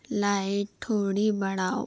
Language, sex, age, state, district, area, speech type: Urdu, female, 18-30, Telangana, Hyderabad, urban, read